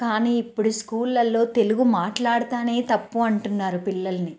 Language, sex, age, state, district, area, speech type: Telugu, female, 45-60, Telangana, Nalgonda, urban, spontaneous